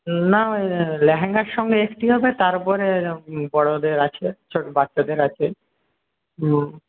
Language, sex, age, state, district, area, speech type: Bengali, male, 18-30, West Bengal, Paschim Medinipur, rural, conversation